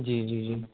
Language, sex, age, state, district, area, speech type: Urdu, male, 18-30, Uttar Pradesh, Rampur, urban, conversation